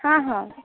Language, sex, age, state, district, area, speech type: Odia, female, 18-30, Odisha, Jagatsinghpur, urban, conversation